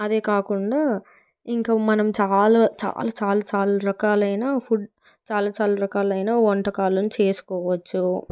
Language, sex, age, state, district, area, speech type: Telugu, female, 18-30, Telangana, Hyderabad, urban, spontaneous